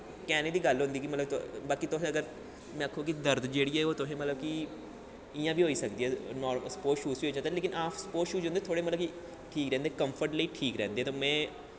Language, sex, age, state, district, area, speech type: Dogri, male, 18-30, Jammu and Kashmir, Jammu, urban, spontaneous